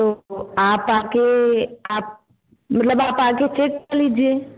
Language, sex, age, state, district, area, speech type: Hindi, female, 18-30, Uttar Pradesh, Bhadohi, rural, conversation